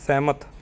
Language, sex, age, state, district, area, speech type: Punjabi, male, 30-45, Punjab, Mohali, urban, read